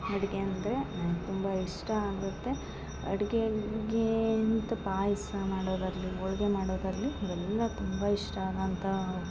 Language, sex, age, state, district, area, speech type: Kannada, female, 30-45, Karnataka, Hassan, urban, spontaneous